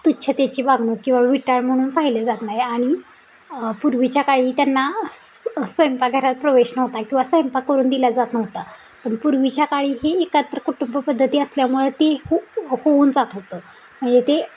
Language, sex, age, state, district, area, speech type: Marathi, female, 18-30, Maharashtra, Satara, urban, spontaneous